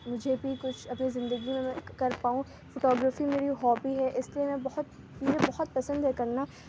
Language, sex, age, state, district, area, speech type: Urdu, female, 45-60, Uttar Pradesh, Aligarh, urban, spontaneous